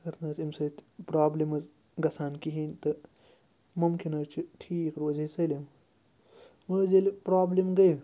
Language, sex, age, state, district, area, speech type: Kashmiri, male, 30-45, Jammu and Kashmir, Bandipora, rural, spontaneous